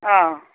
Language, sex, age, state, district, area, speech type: Assamese, female, 60+, Assam, Majuli, rural, conversation